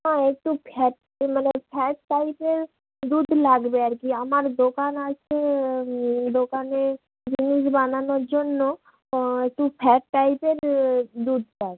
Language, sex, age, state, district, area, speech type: Bengali, female, 30-45, West Bengal, Hooghly, urban, conversation